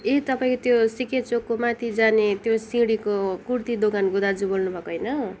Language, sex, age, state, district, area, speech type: Nepali, female, 18-30, West Bengal, Kalimpong, rural, spontaneous